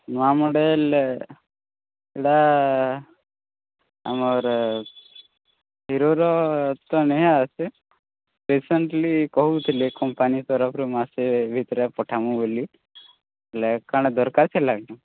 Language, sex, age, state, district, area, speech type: Odia, male, 18-30, Odisha, Subarnapur, urban, conversation